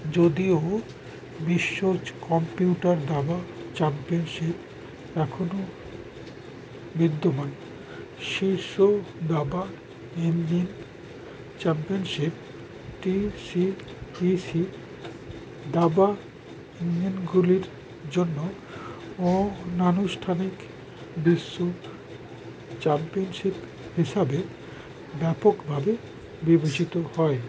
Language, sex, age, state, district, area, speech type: Bengali, male, 60+, West Bengal, Howrah, urban, read